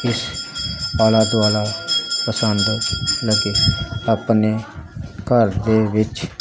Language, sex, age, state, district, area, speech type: Punjabi, male, 45-60, Punjab, Pathankot, rural, spontaneous